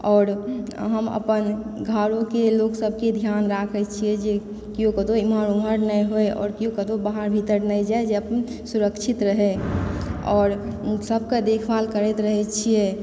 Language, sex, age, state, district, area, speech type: Maithili, female, 18-30, Bihar, Supaul, urban, spontaneous